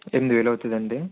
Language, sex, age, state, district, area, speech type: Telugu, male, 45-60, Andhra Pradesh, Kakinada, urban, conversation